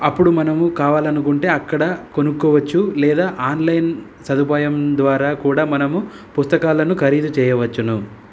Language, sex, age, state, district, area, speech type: Telugu, male, 30-45, Telangana, Hyderabad, urban, spontaneous